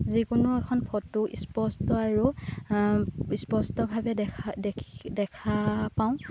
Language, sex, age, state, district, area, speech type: Assamese, female, 18-30, Assam, Lakhimpur, rural, spontaneous